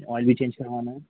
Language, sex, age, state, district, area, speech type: Hindi, male, 45-60, Madhya Pradesh, Hoshangabad, rural, conversation